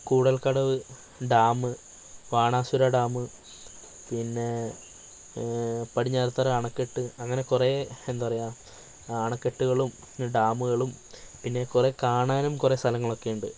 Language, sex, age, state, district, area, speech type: Malayalam, female, 18-30, Kerala, Wayanad, rural, spontaneous